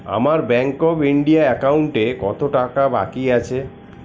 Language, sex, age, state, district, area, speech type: Bengali, male, 60+, West Bengal, Paschim Bardhaman, urban, read